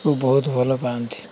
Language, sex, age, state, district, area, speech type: Odia, male, 45-60, Odisha, Koraput, urban, spontaneous